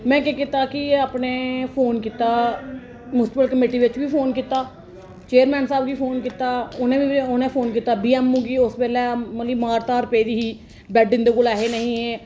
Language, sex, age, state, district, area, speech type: Dogri, female, 30-45, Jammu and Kashmir, Reasi, urban, spontaneous